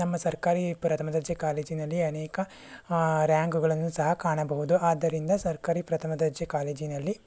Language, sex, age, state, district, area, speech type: Kannada, male, 18-30, Karnataka, Tumkur, rural, spontaneous